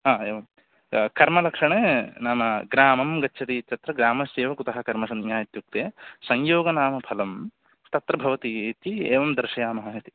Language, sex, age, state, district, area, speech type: Sanskrit, male, 18-30, Andhra Pradesh, West Godavari, rural, conversation